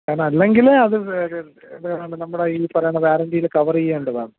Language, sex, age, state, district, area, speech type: Malayalam, male, 30-45, Kerala, Thiruvananthapuram, urban, conversation